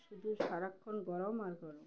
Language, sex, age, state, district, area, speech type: Bengali, female, 45-60, West Bengal, Uttar Dinajpur, urban, spontaneous